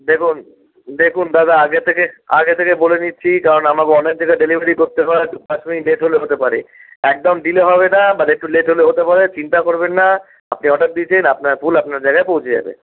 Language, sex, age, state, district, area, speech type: Bengali, male, 30-45, West Bengal, Paschim Bardhaman, urban, conversation